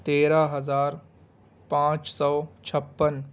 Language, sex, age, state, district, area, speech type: Urdu, male, 18-30, Delhi, East Delhi, urban, spontaneous